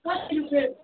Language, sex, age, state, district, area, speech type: Nepali, female, 45-60, West Bengal, Alipurduar, rural, conversation